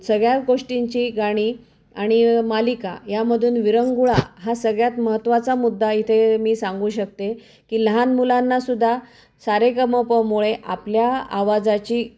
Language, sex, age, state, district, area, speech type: Marathi, female, 45-60, Maharashtra, Osmanabad, rural, spontaneous